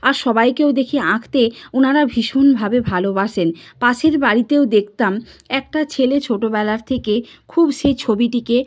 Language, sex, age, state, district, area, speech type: Bengali, female, 45-60, West Bengal, Purba Medinipur, rural, spontaneous